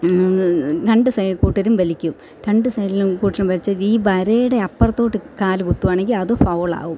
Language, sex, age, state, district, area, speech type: Malayalam, female, 45-60, Kerala, Thiruvananthapuram, rural, spontaneous